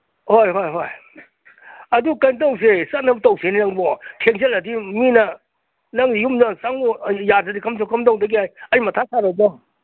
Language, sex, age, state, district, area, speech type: Manipuri, male, 60+, Manipur, Imphal East, rural, conversation